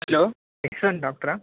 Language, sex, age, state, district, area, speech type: Kannada, male, 18-30, Karnataka, Mysore, urban, conversation